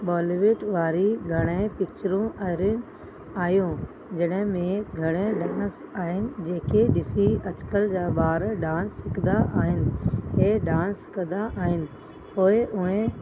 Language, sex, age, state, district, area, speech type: Sindhi, female, 30-45, Uttar Pradesh, Lucknow, urban, spontaneous